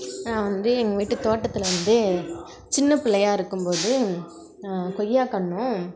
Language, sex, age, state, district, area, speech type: Tamil, female, 30-45, Tamil Nadu, Nagapattinam, rural, spontaneous